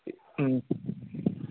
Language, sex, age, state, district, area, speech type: Telugu, male, 18-30, Andhra Pradesh, Annamaya, rural, conversation